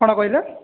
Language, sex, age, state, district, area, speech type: Odia, male, 18-30, Odisha, Balangir, urban, conversation